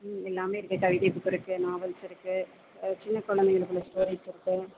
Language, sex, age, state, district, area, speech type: Tamil, female, 30-45, Tamil Nadu, Pudukkottai, rural, conversation